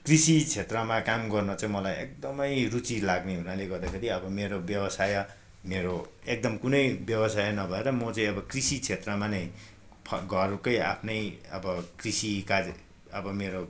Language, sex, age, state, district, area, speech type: Nepali, male, 45-60, West Bengal, Darjeeling, rural, spontaneous